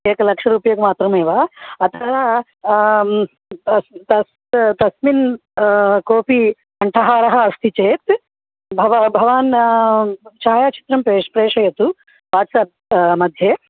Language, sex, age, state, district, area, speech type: Sanskrit, female, 30-45, Andhra Pradesh, Krishna, urban, conversation